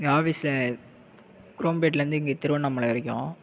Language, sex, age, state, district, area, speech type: Tamil, male, 30-45, Tamil Nadu, Tiruvarur, rural, spontaneous